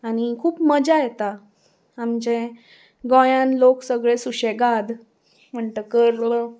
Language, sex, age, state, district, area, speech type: Goan Konkani, female, 18-30, Goa, Salcete, urban, spontaneous